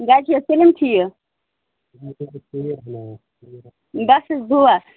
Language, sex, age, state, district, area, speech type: Kashmiri, female, 30-45, Jammu and Kashmir, Bandipora, rural, conversation